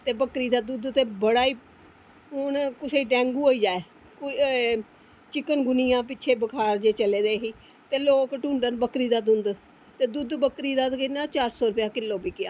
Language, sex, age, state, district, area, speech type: Dogri, female, 45-60, Jammu and Kashmir, Jammu, urban, spontaneous